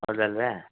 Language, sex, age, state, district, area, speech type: Kannada, male, 45-60, Karnataka, Mysore, rural, conversation